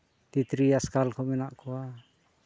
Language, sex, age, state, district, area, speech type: Santali, male, 60+, Jharkhand, East Singhbhum, rural, spontaneous